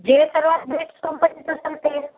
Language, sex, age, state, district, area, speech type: Marathi, female, 18-30, Maharashtra, Jalna, urban, conversation